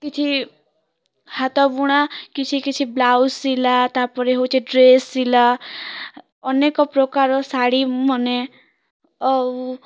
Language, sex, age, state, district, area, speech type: Odia, female, 18-30, Odisha, Kalahandi, rural, spontaneous